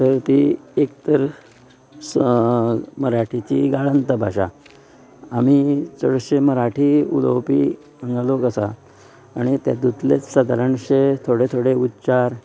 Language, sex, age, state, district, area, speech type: Goan Konkani, male, 30-45, Goa, Canacona, rural, spontaneous